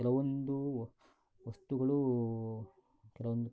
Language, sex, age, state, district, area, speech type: Kannada, male, 60+, Karnataka, Shimoga, rural, spontaneous